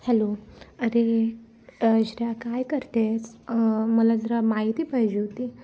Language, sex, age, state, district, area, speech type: Marathi, female, 18-30, Maharashtra, Bhandara, rural, spontaneous